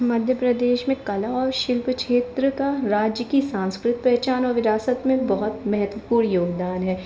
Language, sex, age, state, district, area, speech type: Hindi, female, 18-30, Madhya Pradesh, Jabalpur, urban, spontaneous